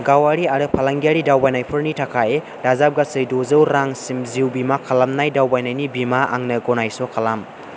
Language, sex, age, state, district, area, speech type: Bodo, male, 18-30, Assam, Chirang, rural, read